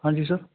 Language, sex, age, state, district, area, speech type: Punjabi, male, 30-45, Punjab, Fatehgarh Sahib, rural, conversation